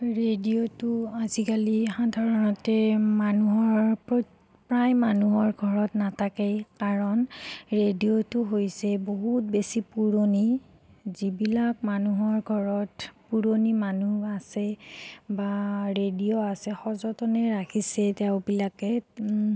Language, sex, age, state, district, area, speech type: Assamese, female, 45-60, Assam, Nagaon, rural, spontaneous